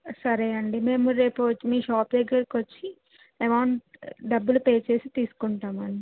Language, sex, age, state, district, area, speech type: Telugu, female, 30-45, Andhra Pradesh, N T Rama Rao, urban, conversation